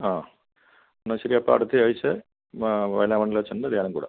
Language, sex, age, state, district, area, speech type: Malayalam, male, 45-60, Kerala, Kottayam, rural, conversation